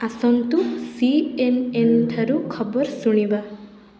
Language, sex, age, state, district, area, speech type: Odia, female, 18-30, Odisha, Puri, urban, read